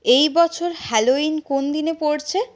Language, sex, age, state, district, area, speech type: Bengali, female, 60+, West Bengal, Purulia, rural, read